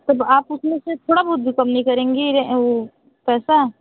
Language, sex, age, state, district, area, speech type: Hindi, female, 30-45, Uttar Pradesh, Sonbhadra, rural, conversation